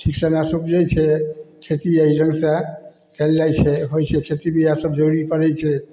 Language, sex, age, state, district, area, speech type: Maithili, male, 60+, Bihar, Samastipur, rural, spontaneous